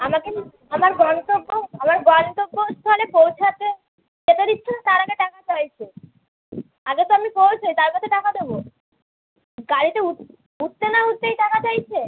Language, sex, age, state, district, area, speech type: Bengali, female, 18-30, West Bengal, Howrah, urban, conversation